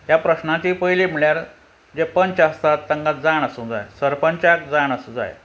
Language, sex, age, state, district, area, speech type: Goan Konkani, male, 60+, Goa, Ponda, rural, spontaneous